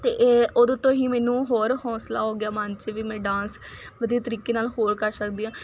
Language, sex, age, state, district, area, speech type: Punjabi, female, 18-30, Punjab, Faridkot, urban, spontaneous